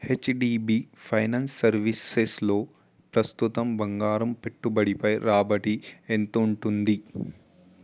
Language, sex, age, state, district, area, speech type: Telugu, male, 18-30, Telangana, Ranga Reddy, urban, read